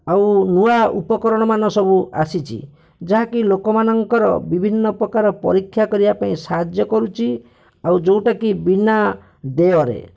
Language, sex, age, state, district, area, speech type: Odia, male, 18-30, Odisha, Bhadrak, rural, spontaneous